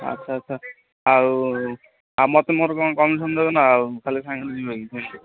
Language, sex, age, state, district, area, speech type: Odia, male, 45-60, Odisha, Gajapati, rural, conversation